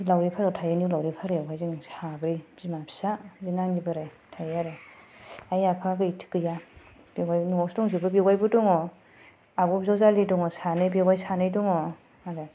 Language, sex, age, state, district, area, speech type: Bodo, female, 30-45, Assam, Kokrajhar, rural, spontaneous